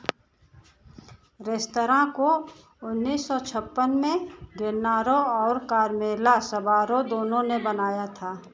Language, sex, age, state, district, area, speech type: Hindi, female, 60+, Uttar Pradesh, Lucknow, rural, read